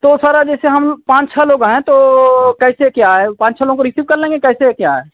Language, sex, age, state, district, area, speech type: Hindi, male, 30-45, Uttar Pradesh, Azamgarh, rural, conversation